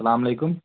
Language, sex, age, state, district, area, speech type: Kashmiri, male, 30-45, Jammu and Kashmir, Shopian, rural, conversation